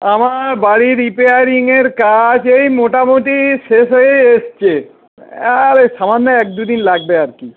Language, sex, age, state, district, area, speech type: Bengali, male, 60+, West Bengal, Howrah, urban, conversation